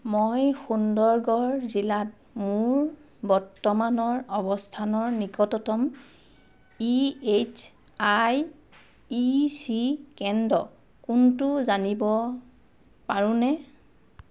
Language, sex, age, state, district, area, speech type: Assamese, female, 30-45, Assam, Sivasagar, urban, read